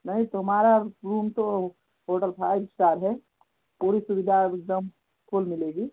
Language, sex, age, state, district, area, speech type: Hindi, male, 18-30, Uttar Pradesh, Prayagraj, urban, conversation